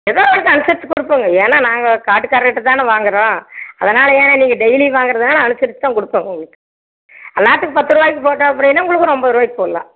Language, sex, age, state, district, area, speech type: Tamil, female, 60+, Tamil Nadu, Erode, rural, conversation